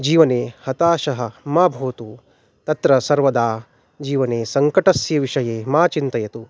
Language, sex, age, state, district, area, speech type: Sanskrit, male, 30-45, Maharashtra, Nagpur, urban, spontaneous